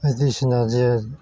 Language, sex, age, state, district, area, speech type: Bodo, male, 60+, Assam, Chirang, rural, spontaneous